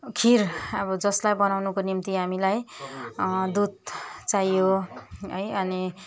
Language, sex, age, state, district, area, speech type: Nepali, female, 30-45, West Bengal, Darjeeling, rural, spontaneous